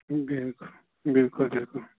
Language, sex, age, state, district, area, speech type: Kashmiri, male, 30-45, Jammu and Kashmir, Bandipora, rural, conversation